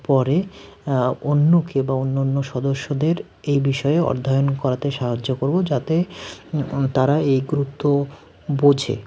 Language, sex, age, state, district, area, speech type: Bengali, male, 30-45, West Bengal, Hooghly, urban, spontaneous